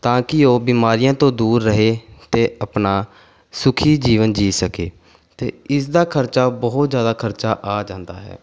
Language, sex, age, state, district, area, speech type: Punjabi, male, 18-30, Punjab, Pathankot, urban, spontaneous